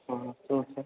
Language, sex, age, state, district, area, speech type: Tamil, male, 18-30, Tamil Nadu, Perambalur, urban, conversation